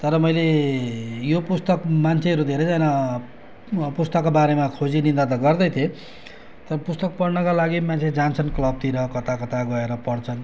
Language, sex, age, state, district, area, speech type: Nepali, male, 45-60, West Bengal, Darjeeling, rural, spontaneous